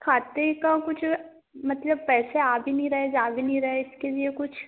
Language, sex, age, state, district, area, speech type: Hindi, female, 18-30, Madhya Pradesh, Harda, urban, conversation